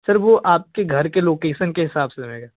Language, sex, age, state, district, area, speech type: Hindi, male, 18-30, Uttar Pradesh, Jaunpur, rural, conversation